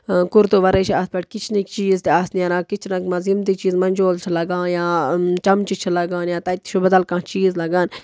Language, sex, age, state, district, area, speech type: Kashmiri, female, 45-60, Jammu and Kashmir, Budgam, rural, spontaneous